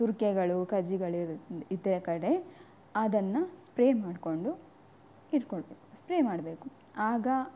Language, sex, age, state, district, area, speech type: Kannada, female, 18-30, Karnataka, Udupi, rural, spontaneous